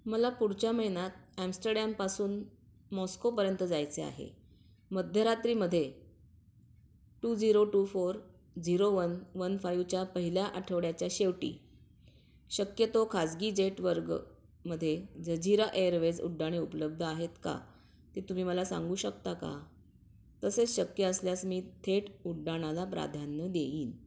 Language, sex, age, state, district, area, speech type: Marathi, female, 60+, Maharashtra, Nashik, urban, read